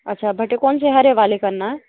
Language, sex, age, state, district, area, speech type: Hindi, female, 18-30, Madhya Pradesh, Hoshangabad, urban, conversation